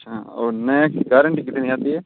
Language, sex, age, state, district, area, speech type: Hindi, male, 18-30, Rajasthan, Nagaur, rural, conversation